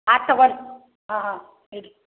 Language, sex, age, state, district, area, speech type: Kannada, female, 60+, Karnataka, Belgaum, rural, conversation